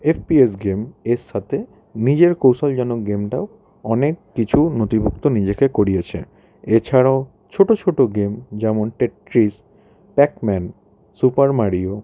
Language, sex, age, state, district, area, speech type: Bengali, male, 18-30, West Bengal, Howrah, urban, spontaneous